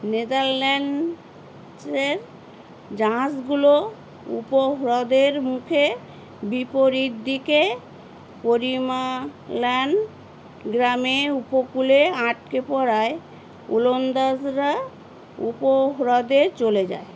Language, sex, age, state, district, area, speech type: Bengali, female, 60+, West Bengal, Howrah, urban, read